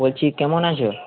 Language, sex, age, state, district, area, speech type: Bengali, male, 18-30, West Bengal, Malda, urban, conversation